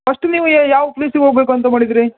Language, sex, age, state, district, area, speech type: Kannada, male, 30-45, Karnataka, Uttara Kannada, rural, conversation